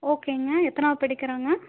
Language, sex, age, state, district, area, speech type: Tamil, female, 18-30, Tamil Nadu, Erode, rural, conversation